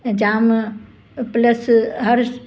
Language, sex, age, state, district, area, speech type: Sindhi, female, 60+, Gujarat, Kutch, rural, spontaneous